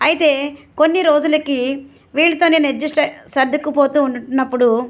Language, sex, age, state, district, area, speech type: Telugu, female, 60+, Andhra Pradesh, West Godavari, rural, spontaneous